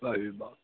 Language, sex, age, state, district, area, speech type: Maithili, male, 45-60, Bihar, Saharsa, rural, conversation